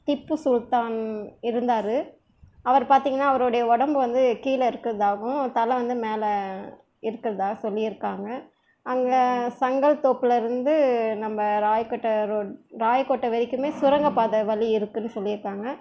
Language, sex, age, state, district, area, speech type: Tamil, female, 30-45, Tamil Nadu, Krishnagiri, rural, spontaneous